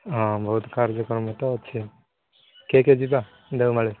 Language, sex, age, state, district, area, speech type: Odia, male, 18-30, Odisha, Koraput, urban, conversation